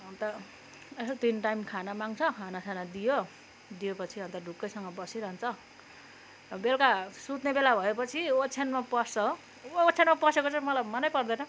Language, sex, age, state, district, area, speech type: Nepali, female, 30-45, West Bengal, Kalimpong, rural, spontaneous